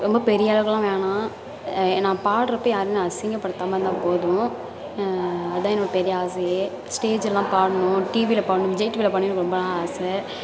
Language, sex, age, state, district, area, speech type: Tamil, female, 18-30, Tamil Nadu, Thanjavur, urban, spontaneous